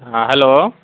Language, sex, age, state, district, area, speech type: Maithili, male, 30-45, Bihar, Muzaffarpur, rural, conversation